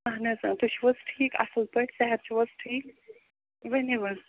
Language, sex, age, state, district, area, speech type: Kashmiri, female, 60+, Jammu and Kashmir, Srinagar, urban, conversation